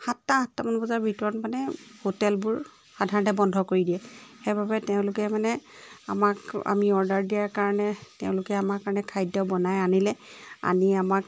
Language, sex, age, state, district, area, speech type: Assamese, female, 30-45, Assam, Charaideo, urban, spontaneous